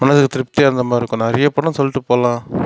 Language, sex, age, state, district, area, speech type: Tamil, male, 45-60, Tamil Nadu, Sivaganga, urban, spontaneous